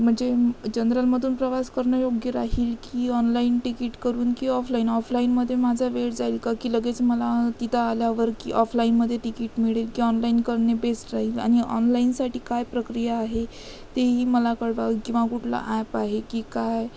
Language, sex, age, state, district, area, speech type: Marathi, female, 18-30, Maharashtra, Amravati, rural, spontaneous